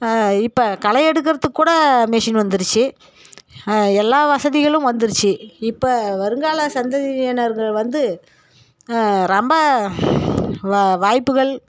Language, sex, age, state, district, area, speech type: Tamil, female, 45-60, Tamil Nadu, Dharmapuri, rural, spontaneous